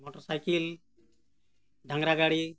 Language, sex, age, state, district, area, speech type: Santali, male, 60+, Jharkhand, Bokaro, rural, spontaneous